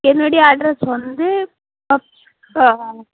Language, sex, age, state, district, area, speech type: Tamil, female, 45-60, Tamil Nadu, Viluppuram, rural, conversation